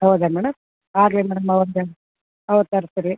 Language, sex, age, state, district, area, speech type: Kannada, female, 45-60, Karnataka, Bellary, urban, conversation